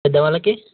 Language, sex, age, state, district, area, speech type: Telugu, male, 18-30, Telangana, Jangaon, urban, conversation